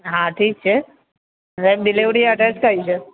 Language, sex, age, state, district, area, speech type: Gujarati, male, 18-30, Gujarat, Aravalli, urban, conversation